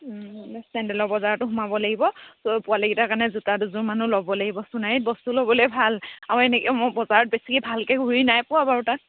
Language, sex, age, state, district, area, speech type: Assamese, female, 30-45, Assam, Charaideo, rural, conversation